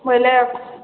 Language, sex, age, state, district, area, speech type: Odia, female, 30-45, Odisha, Balangir, urban, conversation